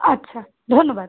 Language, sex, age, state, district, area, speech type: Bengali, female, 18-30, West Bengal, Uttar Dinajpur, urban, conversation